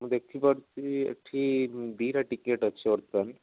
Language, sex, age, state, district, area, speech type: Odia, male, 45-60, Odisha, Rayagada, rural, conversation